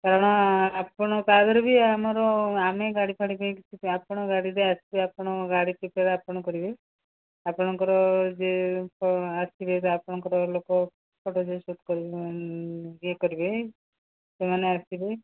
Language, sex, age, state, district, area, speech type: Odia, female, 45-60, Odisha, Rayagada, rural, conversation